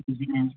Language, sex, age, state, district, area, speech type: Hindi, male, 18-30, Bihar, Begusarai, rural, conversation